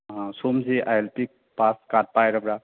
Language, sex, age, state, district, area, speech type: Manipuri, male, 30-45, Manipur, Thoubal, rural, conversation